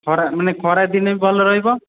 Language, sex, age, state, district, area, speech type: Odia, male, 18-30, Odisha, Khordha, rural, conversation